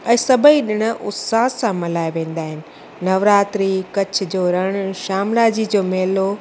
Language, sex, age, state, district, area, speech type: Sindhi, female, 45-60, Gujarat, Kutch, urban, spontaneous